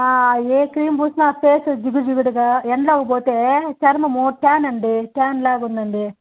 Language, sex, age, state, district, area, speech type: Telugu, female, 30-45, Andhra Pradesh, Chittoor, rural, conversation